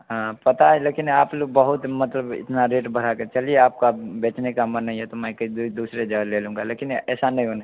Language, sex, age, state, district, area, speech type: Hindi, male, 30-45, Bihar, Darbhanga, rural, conversation